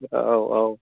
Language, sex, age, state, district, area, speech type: Bodo, male, 30-45, Assam, Kokrajhar, rural, conversation